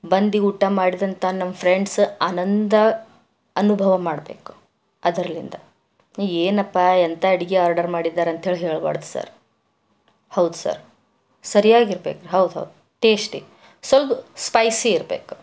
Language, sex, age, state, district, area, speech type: Kannada, female, 45-60, Karnataka, Bidar, urban, spontaneous